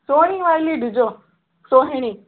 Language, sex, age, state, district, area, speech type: Sindhi, female, 18-30, Delhi, South Delhi, urban, conversation